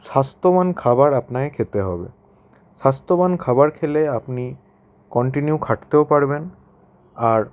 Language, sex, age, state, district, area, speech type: Bengali, male, 18-30, West Bengal, Howrah, urban, spontaneous